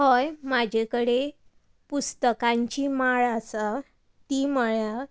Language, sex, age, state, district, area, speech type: Goan Konkani, female, 18-30, Goa, Tiswadi, rural, spontaneous